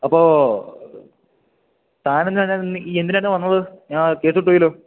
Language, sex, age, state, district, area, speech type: Malayalam, male, 18-30, Kerala, Idukki, rural, conversation